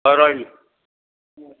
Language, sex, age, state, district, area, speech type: Odia, male, 60+, Odisha, Angul, rural, conversation